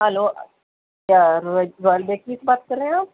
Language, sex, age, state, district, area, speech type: Urdu, female, 45-60, Delhi, South Delhi, urban, conversation